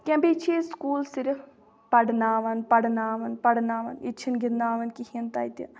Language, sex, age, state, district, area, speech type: Kashmiri, female, 18-30, Jammu and Kashmir, Shopian, urban, spontaneous